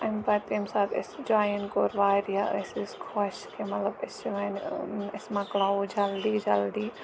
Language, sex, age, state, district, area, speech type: Kashmiri, female, 30-45, Jammu and Kashmir, Kulgam, rural, spontaneous